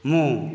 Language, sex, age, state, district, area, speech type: Odia, male, 30-45, Odisha, Kandhamal, rural, spontaneous